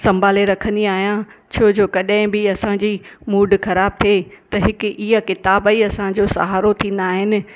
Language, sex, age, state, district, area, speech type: Sindhi, female, 45-60, Maharashtra, Mumbai Suburban, urban, spontaneous